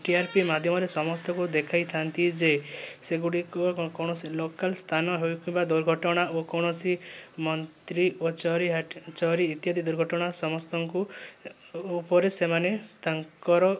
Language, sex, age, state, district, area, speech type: Odia, male, 18-30, Odisha, Kandhamal, rural, spontaneous